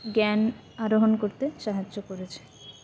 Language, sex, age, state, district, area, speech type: Bengali, female, 18-30, West Bengal, Jalpaiguri, rural, spontaneous